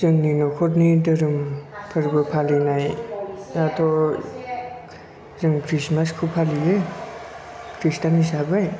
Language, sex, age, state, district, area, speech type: Bodo, male, 30-45, Assam, Chirang, rural, spontaneous